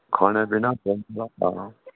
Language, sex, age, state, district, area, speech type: Dogri, male, 60+, Jammu and Kashmir, Udhampur, rural, conversation